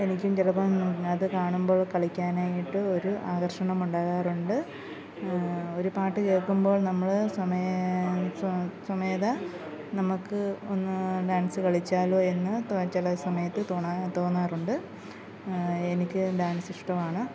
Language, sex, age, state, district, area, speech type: Malayalam, female, 30-45, Kerala, Alappuzha, rural, spontaneous